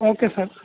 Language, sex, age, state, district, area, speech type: Urdu, male, 18-30, Telangana, Hyderabad, urban, conversation